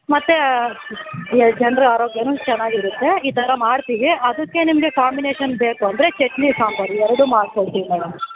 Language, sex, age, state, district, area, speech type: Kannada, female, 18-30, Karnataka, Chikkaballapur, rural, conversation